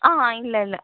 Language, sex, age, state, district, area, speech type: Tamil, female, 18-30, Tamil Nadu, Cuddalore, rural, conversation